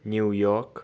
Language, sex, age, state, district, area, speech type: Nepali, male, 45-60, West Bengal, Darjeeling, rural, spontaneous